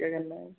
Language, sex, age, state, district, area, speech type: Hindi, male, 30-45, Madhya Pradesh, Balaghat, rural, conversation